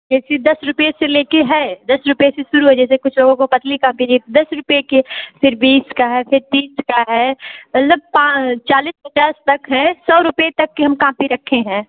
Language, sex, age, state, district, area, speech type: Hindi, female, 45-60, Uttar Pradesh, Azamgarh, rural, conversation